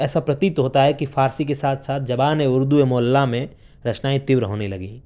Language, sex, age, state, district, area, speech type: Urdu, male, 18-30, Delhi, North East Delhi, urban, spontaneous